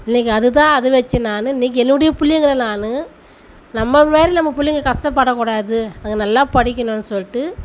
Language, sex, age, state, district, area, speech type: Tamil, female, 30-45, Tamil Nadu, Tiruvannamalai, rural, spontaneous